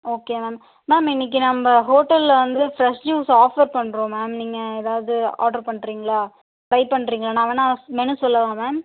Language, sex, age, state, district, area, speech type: Tamil, female, 18-30, Tamil Nadu, Ariyalur, rural, conversation